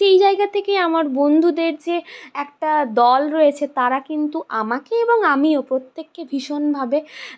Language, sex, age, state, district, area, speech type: Bengali, female, 60+, West Bengal, Purulia, urban, spontaneous